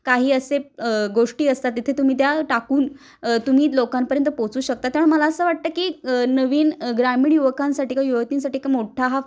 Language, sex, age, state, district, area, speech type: Marathi, female, 30-45, Maharashtra, Kolhapur, urban, spontaneous